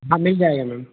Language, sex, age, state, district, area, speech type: Hindi, male, 30-45, Madhya Pradesh, Betul, urban, conversation